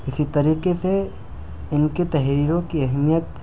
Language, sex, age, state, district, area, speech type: Urdu, male, 18-30, Delhi, South Delhi, urban, spontaneous